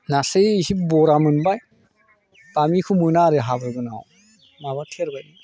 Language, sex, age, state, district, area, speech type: Bodo, male, 45-60, Assam, Chirang, rural, spontaneous